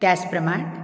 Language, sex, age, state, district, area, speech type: Goan Konkani, female, 45-60, Goa, Ponda, rural, spontaneous